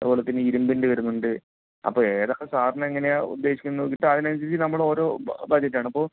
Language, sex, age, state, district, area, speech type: Malayalam, male, 30-45, Kerala, Palakkad, rural, conversation